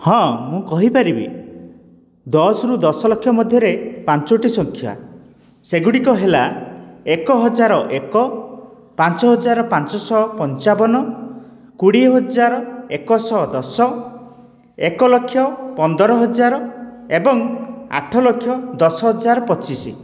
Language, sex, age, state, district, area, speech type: Odia, male, 60+, Odisha, Dhenkanal, rural, spontaneous